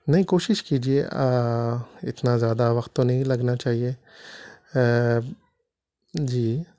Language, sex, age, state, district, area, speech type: Urdu, male, 30-45, Telangana, Hyderabad, urban, spontaneous